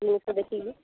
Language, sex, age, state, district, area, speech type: Odia, female, 30-45, Odisha, Sambalpur, rural, conversation